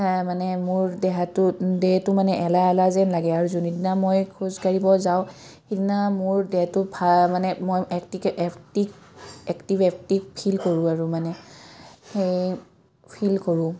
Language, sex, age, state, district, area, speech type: Assamese, female, 30-45, Assam, Kamrup Metropolitan, urban, spontaneous